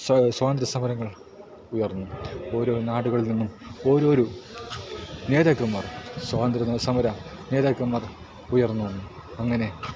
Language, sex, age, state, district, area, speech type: Malayalam, male, 18-30, Kerala, Kasaragod, rural, spontaneous